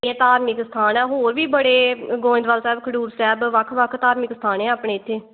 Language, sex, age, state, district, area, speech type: Punjabi, female, 18-30, Punjab, Tarn Taran, rural, conversation